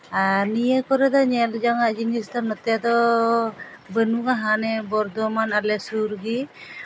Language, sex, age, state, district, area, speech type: Santali, female, 30-45, West Bengal, Purba Bardhaman, rural, spontaneous